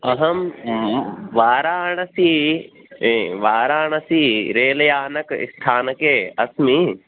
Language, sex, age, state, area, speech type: Sanskrit, male, 18-30, Rajasthan, urban, conversation